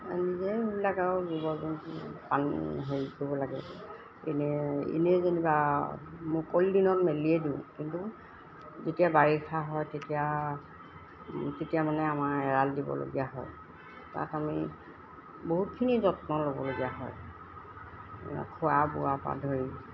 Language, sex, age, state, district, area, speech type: Assamese, female, 60+, Assam, Golaghat, urban, spontaneous